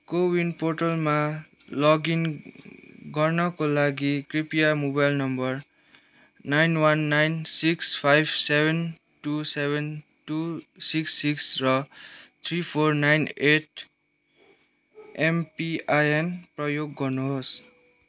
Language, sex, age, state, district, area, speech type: Nepali, male, 18-30, West Bengal, Kalimpong, rural, read